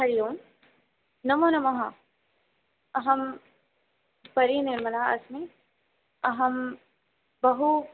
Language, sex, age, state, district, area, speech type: Sanskrit, female, 18-30, Rajasthan, Jaipur, urban, conversation